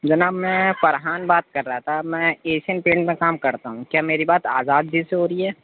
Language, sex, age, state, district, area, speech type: Urdu, male, 18-30, Uttar Pradesh, Gautam Buddha Nagar, urban, conversation